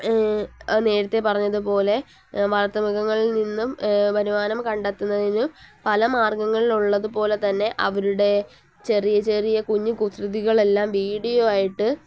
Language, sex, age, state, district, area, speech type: Malayalam, female, 18-30, Kerala, Palakkad, rural, spontaneous